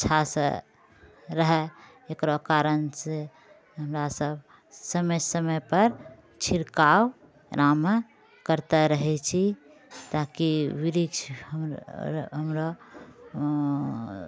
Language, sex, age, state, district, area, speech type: Maithili, female, 45-60, Bihar, Purnia, rural, spontaneous